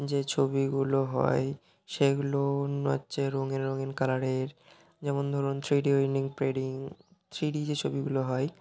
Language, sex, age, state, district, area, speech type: Bengali, male, 18-30, West Bengal, Hooghly, urban, spontaneous